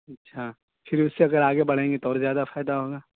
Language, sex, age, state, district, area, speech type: Urdu, male, 18-30, Uttar Pradesh, Saharanpur, urban, conversation